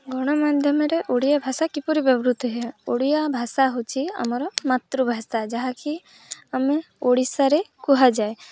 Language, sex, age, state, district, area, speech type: Odia, female, 18-30, Odisha, Malkangiri, urban, spontaneous